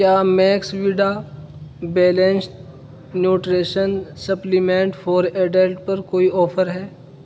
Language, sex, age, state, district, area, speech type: Urdu, male, 18-30, Uttar Pradesh, Saharanpur, urban, read